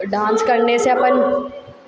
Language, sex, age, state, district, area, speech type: Hindi, female, 18-30, Madhya Pradesh, Hoshangabad, rural, spontaneous